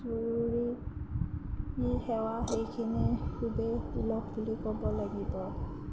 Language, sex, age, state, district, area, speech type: Assamese, female, 45-60, Assam, Darrang, rural, spontaneous